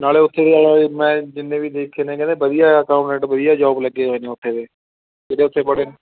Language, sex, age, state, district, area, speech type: Punjabi, male, 18-30, Punjab, Fatehgarh Sahib, rural, conversation